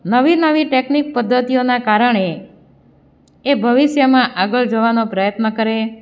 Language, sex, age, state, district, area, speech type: Gujarati, female, 45-60, Gujarat, Amreli, rural, spontaneous